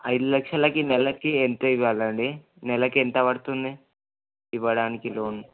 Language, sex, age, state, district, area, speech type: Telugu, male, 18-30, Telangana, Ranga Reddy, urban, conversation